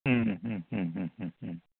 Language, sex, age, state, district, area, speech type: Malayalam, male, 45-60, Kerala, Idukki, rural, conversation